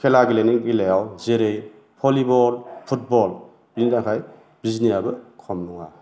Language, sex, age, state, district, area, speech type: Bodo, male, 45-60, Assam, Chirang, rural, spontaneous